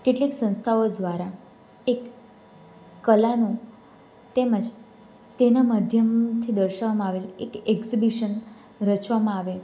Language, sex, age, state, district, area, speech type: Gujarati, female, 18-30, Gujarat, Valsad, urban, spontaneous